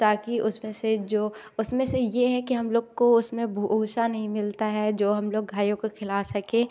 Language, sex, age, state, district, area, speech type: Hindi, female, 18-30, Madhya Pradesh, Katni, rural, spontaneous